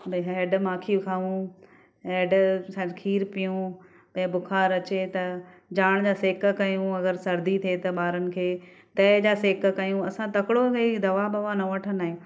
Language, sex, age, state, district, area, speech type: Sindhi, female, 45-60, Maharashtra, Thane, urban, spontaneous